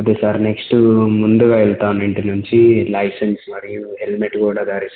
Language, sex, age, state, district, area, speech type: Telugu, male, 18-30, Telangana, Komaram Bheem, urban, conversation